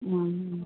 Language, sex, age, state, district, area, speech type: Malayalam, female, 45-60, Kerala, Kottayam, rural, conversation